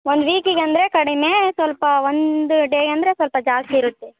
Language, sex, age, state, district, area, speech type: Kannada, female, 18-30, Karnataka, Bellary, rural, conversation